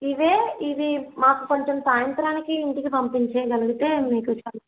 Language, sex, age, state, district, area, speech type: Telugu, female, 30-45, Andhra Pradesh, East Godavari, rural, conversation